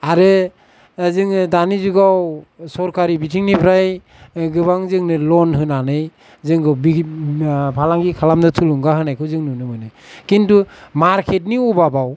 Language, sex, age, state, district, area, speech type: Bodo, male, 45-60, Assam, Kokrajhar, rural, spontaneous